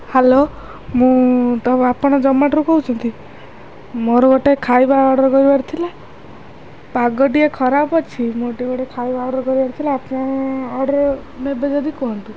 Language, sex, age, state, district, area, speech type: Odia, female, 18-30, Odisha, Kendrapara, urban, spontaneous